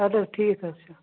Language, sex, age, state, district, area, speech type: Kashmiri, female, 18-30, Jammu and Kashmir, Budgam, rural, conversation